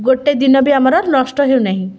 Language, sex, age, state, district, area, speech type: Odia, female, 30-45, Odisha, Puri, urban, spontaneous